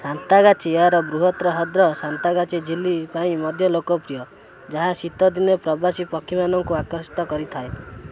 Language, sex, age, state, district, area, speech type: Odia, male, 18-30, Odisha, Kendrapara, urban, read